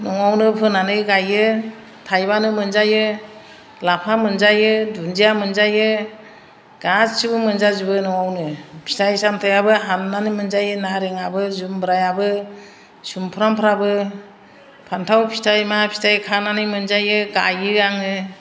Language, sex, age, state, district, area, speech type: Bodo, female, 60+, Assam, Chirang, urban, spontaneous